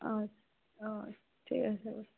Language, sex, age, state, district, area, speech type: Assamese, female, 30-45, Assam, Morigaon, rural, conversation